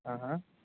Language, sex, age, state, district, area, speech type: Telugu, male, 30-45, Andhra Pradesh, Anantapur, urban, conversation